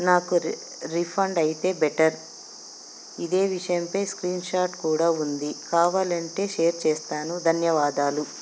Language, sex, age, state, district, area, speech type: Telugu, female, 45-60, Andhra Pradesh, Anantapur, urban, spontaneous